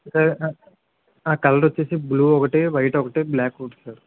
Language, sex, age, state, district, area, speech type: Telugu, male, 18-30, Andhra Pradesh, Kakinada, urban, conversation